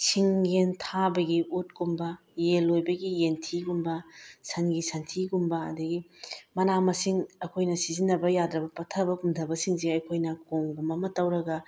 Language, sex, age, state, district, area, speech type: Manipuri, female, 45-60, Manipur, Bishnupur, rural, spontaneous